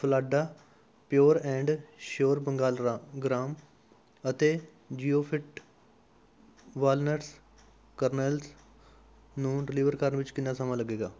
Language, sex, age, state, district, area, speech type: Punjabi, male, 18-30, Punjab, Rupnagar, rural, read